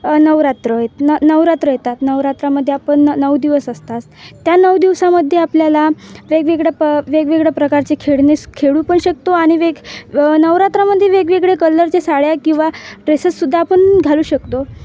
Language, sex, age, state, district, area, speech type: Marathi, female, 18-30, Maharashtra, Wardha, rural, spontaneous